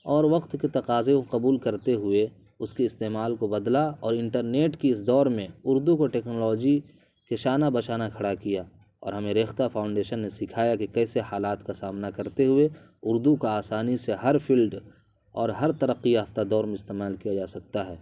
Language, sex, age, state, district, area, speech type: Urdu, male, 30-45, Bihar, Purnia, rural, spontaneous